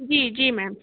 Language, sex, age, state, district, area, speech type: Hindi, female, 18-30, Madhya Pradesh, Betul, urban, conversation